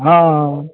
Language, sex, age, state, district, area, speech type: Maithili, male, 60+, Bihar, Madhubani, rural, conversation